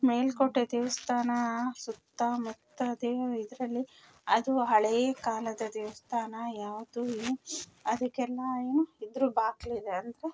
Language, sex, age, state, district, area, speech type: Kannada, female, 30-45, Karnataka, Mandya, rural, spontaneous